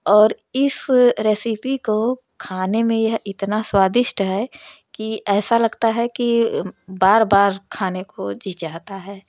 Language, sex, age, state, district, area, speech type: Hindi, female, 30-45, Uttar Pradesh, Prayagraj, urban, spontaneous